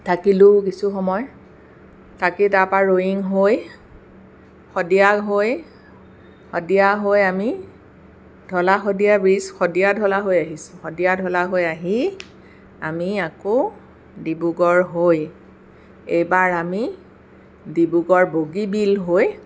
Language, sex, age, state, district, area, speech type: Assamese, female, 45-60, Assam, Sonitpur, urban, spontaneous